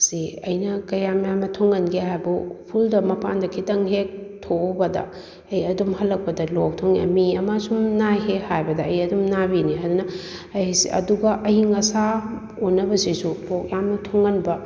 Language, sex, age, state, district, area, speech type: Manipuri, female, 45-60, Manipur, Kakching, rural, spontaneous